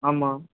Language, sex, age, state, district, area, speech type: Tamil, male, 18-30, Tamil Nadu, Perambalur, urban, conversation